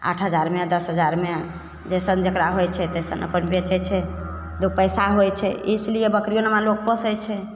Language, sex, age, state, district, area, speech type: Maithili, female, 30-45, Bihar, Begusarai, rural, spontaneous